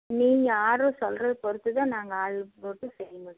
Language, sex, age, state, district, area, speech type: Tamil, female, 60+, Tamil Nadu, Erode, urban, conversation